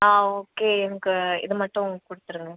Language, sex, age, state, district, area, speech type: Tamil, female, 18-30, Tamil Nadu, Ariyalur, rural, conversation